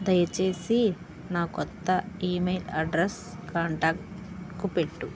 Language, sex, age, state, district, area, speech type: Telugu, female, 45-60, Andhra Pradesh, Krishna, urban, read